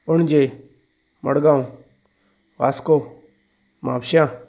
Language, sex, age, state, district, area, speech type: Goan Konkani, male, 30-45, Goa, Salcete, urban, spontaneous